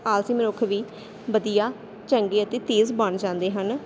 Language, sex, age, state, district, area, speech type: Punjabi, female, 18-30, Punjab, Sangrur, rural, spontaneous